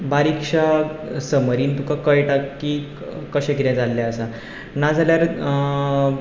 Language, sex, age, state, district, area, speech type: Goan Konkani, male, 18-30, Goa, Ponda, rural, spontaneous